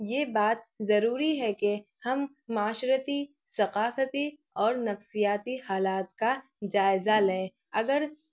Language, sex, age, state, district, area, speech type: Urdu, female, 18-30, Bihar, Araria, rural, spontaneous